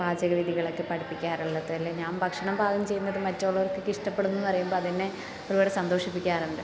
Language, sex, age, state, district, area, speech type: Malayalam, female, 18-30, Kerala, Kottayam, rural, spontaneous